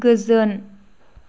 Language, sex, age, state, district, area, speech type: Bodo, female, 18-30, Assam, Chirang, rural, read